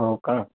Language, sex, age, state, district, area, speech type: Marathi, male, 18-30, Maharashtra, Buldhana, rural, conversation